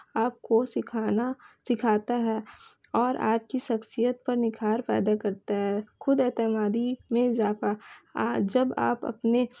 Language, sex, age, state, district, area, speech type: Urdu, female, 18-30, West Bengal, Kolkata, urban, spontaneous